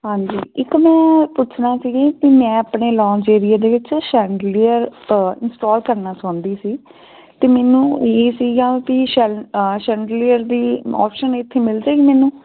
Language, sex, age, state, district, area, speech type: Punjabi, female, 18-30, Punjab, Firozpur, rural, conversation